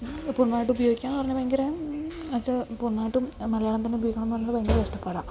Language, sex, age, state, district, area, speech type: Malayalam, female, 30-45, Kerala, Idukki, rural, spontaneous